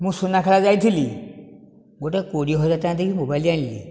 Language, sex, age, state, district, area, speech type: Odia, male, 60+, Odisha, Nayagarh, rural, spontaneous